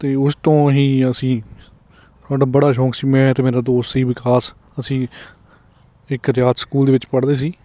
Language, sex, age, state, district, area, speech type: Punjabi, male, 30-45, Punjab, Hoshiarpur, rural, spontaneous